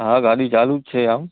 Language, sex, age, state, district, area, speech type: Gujarati, male, 30-45, Gujarat, Kutch, urban, conversation